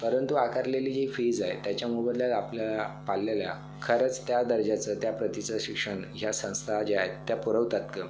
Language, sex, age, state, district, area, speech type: Marathi, male, 18-30, Maharashtra, Thane, urban, spontaneous